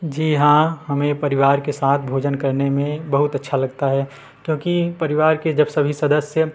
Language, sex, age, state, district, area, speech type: Hindi, male, 18-30, Uttar Pradesh, Prayagraj, urban, spontaneous